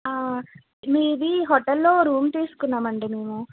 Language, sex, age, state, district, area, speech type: Telugu, female, 18-30, Andhra Pradesh, Visakhapatnam, rural, conversation